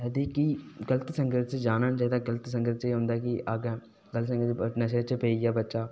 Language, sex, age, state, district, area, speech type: Dogri, male, 18-30, Jammu and Kashmir, Udhampur, rural, spontaneous